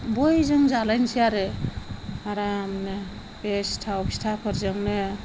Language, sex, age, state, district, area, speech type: Bodo, female, 45-60, Assam, Chirang, rural, spontaneous